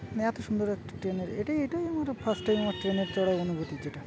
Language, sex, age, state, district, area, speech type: Bengali, male, 30-45, West Bengal, Uttar Dinajpur, urban, spontaneous